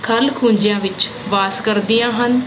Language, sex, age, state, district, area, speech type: Punjabi, female, 30-45, Punjab, Ludhiana, urban, spontaneous